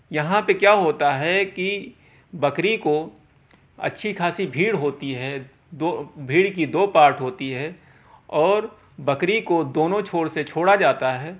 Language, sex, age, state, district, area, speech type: Urdu, male, 30-45, Uttar Pradesh, Balrampur, rural, spontaneous